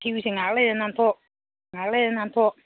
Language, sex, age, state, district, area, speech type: Manipuri, female, 30-45, Manipur, Kangpokpi, urban, conversation